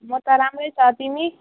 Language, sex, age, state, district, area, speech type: Nepali, female, 18-30, West Bengal, Alipurduar, urban, conversation